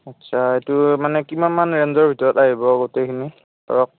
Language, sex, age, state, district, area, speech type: Assamese, male, 45-60, Assam, Darrang, rural, conversation